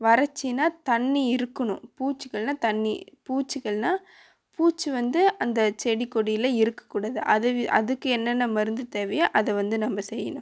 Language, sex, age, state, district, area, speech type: Tamil, female, 18-30, Tamil Nadu, Coimbatore, urban, spontaneous